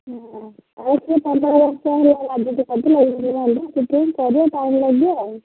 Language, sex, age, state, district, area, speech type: Odia, female, 45-60, Odisha, Gajapati, rural, conversation